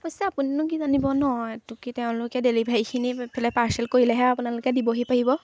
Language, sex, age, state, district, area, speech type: Assamese, female, 18-30, Assam, Majuli, urban, spontaneous